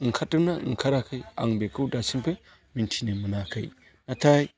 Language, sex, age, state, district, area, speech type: Bodo, male, 45-60, Assam, Chirang, rural, spontaneous